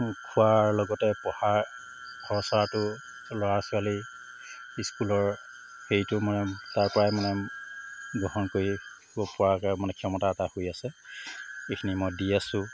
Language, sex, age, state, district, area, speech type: Assamese, male, 45-60, Assam, Tinsukia, rural, spontaneous